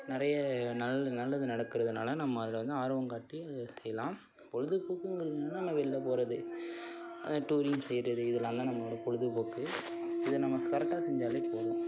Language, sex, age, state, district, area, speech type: Tamil, male, 18-30, Tamil Nadu, Tiruvarur, urban, spontaneous